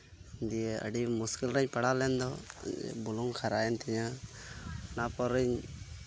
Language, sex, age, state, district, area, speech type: Santali, male, 18-30, West Bengal, Birbhum, rural, spontaneous